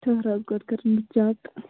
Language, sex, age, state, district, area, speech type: Kashmiri, female, 18-30, Jammu and Kashmir, Shopian, rural, conversation